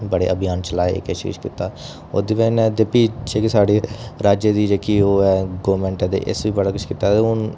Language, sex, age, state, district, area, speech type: Dogri, male, 30-45, Jammu and Kashmir, Udhampur, urban, spontaneous